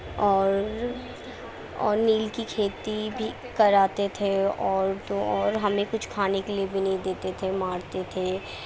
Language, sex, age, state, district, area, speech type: Urdu, female, 18-30, Uttar Pradesh, Gautam Buddha Nagar, urban, spontaneous